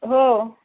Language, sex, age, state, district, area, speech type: Marathi, female, 30-45, Maharashtra, Osmanabad, rural, conversation